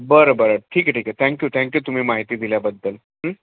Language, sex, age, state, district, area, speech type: Marathi, male, 45-60, Maharashtra, Thane, rural, conversation